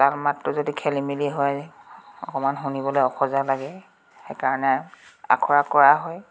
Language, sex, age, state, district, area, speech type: Assamese, female, 45-60, Assam, Tinsukia, urban, spontaneous